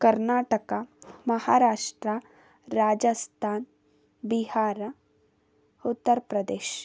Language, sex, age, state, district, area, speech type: Kannada, female, 18-30, Karnataka, Davanagere, rural, spontaneous